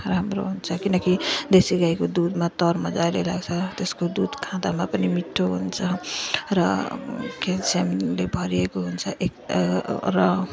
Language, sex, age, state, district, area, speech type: Nepali, female, 30-45, West Bengal, Jalpaiguri, rural, spontaneous